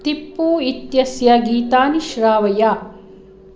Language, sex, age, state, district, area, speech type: Sanskrit, female, 45-60, Karnataka, Hassan, rural, read